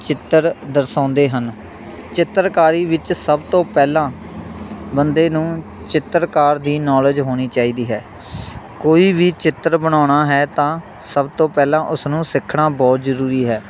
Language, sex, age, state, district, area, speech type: Punjabi, male, 18-30, Punjab, Shaheed Bhagat Singh Nagar, rural, spontaneous